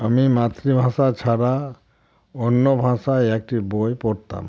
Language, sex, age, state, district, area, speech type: Bengali, male, 60+, West Bengal, Murshidabad, rural, spontaneous